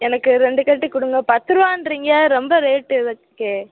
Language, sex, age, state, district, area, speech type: Tamil, female, 18-30, Tamil Nadu, Madurai, urban, conversation